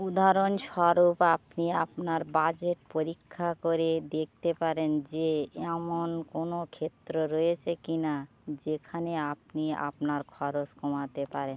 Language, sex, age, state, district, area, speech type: Bengali, female, 45-60, West Bengal, Birbhum, urban, read